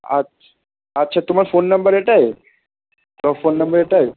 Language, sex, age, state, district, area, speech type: Bengali, male, 18-30, West Bengal, Malda, rural, conversation